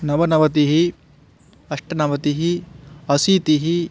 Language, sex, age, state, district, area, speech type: Sanskrit, male, 18-30, West Bengal, Paschim Medinipur, urban, spontaneous